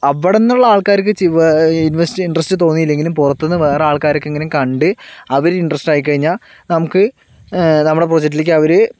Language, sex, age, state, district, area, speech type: Malayalam, male, 18-30, Kerala, Palakkad, rural, spontaneous